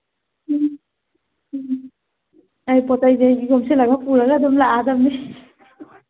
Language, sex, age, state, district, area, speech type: Manipuri, female, 18-30, Manipur, Kangpokpi, urban, conversation